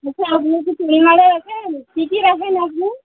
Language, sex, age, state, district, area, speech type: Bengali, female, 30-45, West Bengal, Uttar Dinajpur, urban, conversation